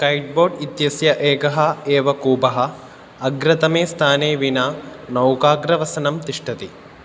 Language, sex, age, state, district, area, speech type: Sanskrit, male, 18-30, Kerala, Kottayam, urban, read